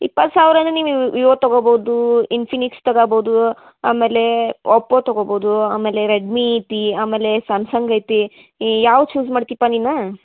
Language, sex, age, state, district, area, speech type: Kannada, female, 18-30, Karnataka, Dharwad, urban, conversation